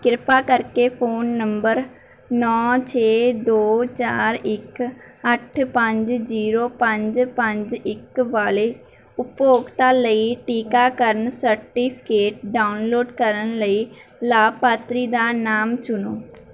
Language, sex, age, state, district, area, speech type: Punjabi, female, 18-30, Punjab, Mansa, rural, read